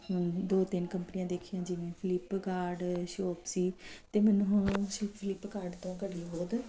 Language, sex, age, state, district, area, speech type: Punjabi, female, 45-60, Punjab, Kapurthala, urban, spontaneous